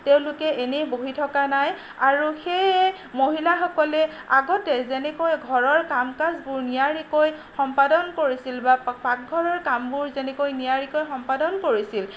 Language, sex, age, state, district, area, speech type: Assamese, female, 60+, Assam, Nagaon, rural, spontaneous